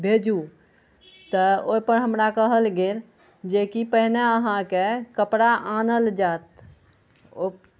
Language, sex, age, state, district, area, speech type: Maithili, female, 45-60, Bihar, Araria, rural, spontaneous